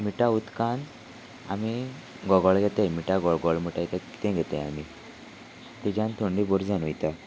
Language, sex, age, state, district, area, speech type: Goan Konkani, male, 18-30, Goa, Salcete, rural, spontaneous